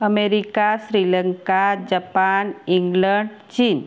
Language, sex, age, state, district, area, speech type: Marathi, female, 45-60, Maharashtra, Buldhana, rural, spontaneous